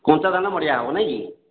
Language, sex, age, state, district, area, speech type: Odia, male, 45-60, Odisha, Khordha, rural, conversation